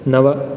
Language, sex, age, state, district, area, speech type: Sanskrit, male, 30-45, Karnataka, Uttara Kannada, rural, read